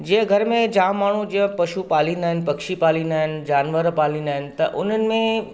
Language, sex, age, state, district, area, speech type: Sindhi, male, 45-60, Maharashtra, Mumbai Suburban, urban, spontaneous